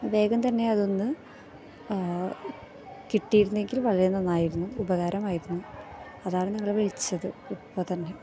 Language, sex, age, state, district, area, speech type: Malayalam, female, 18-30, Kerala, Thrissur, rural, spontaneous